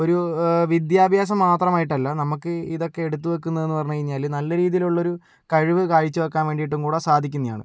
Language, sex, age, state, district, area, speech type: Malayalam, male, 30-45, Kerala, Kozhikode, urban, spontaneous